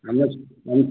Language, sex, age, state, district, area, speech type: Hindi, male, 60+, Bihar, Begusarai, rural, conversation